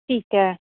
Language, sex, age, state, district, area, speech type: Punjabi, female, 18-30, Punjab, Barnala, urban, conversation